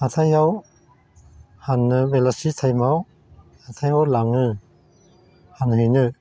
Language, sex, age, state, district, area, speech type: Bodo, male, 60+, Assam, Chirang, rural, spontaneous